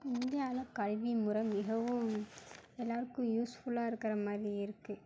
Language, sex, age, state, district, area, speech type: Tamil, female, 30-45, Tamil Nadu, Mayiladuthurai, urban, spontaneous